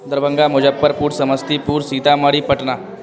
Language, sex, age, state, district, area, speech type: Urdu, male, 18-30, Bihar, Darbhanga, urban, spontaneous